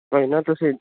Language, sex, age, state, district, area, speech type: Punjabi, male, 18-30, Punjab, Ludhiana, urban, conversation